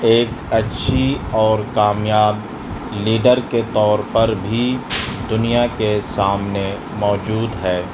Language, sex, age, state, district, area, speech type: Urdu, male, 30-45, Delhi, South Delhi, rural, spontaneous